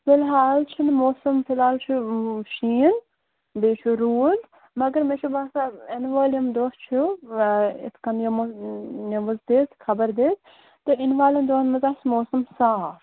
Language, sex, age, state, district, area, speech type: Kashmiri, female, 18-30, Jammu and Kashmir, Bandipora, rural, conversation